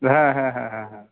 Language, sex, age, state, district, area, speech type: Bengali, male, 45-60, West Bengal, South 24 Parganas, urban, conversation